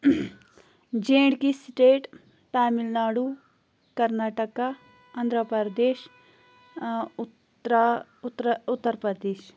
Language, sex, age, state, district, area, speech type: Kashmiri, female, 30-45, Jammu and Kashmir, Pulwama, rural, spontaneous